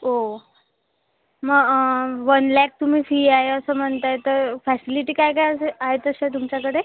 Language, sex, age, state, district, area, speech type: Marathi, female, 18-30, Maharashtra, Washim, rural, conversation